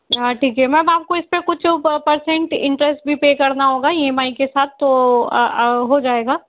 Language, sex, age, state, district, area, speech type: Hindi, female, 18-30, Madhya Pradesh, Indore, urban, conversation